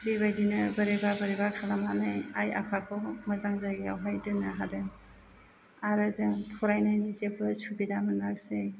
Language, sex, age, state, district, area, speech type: Bodo, female, 30-45, Assam, Chirang, urban, spontaneous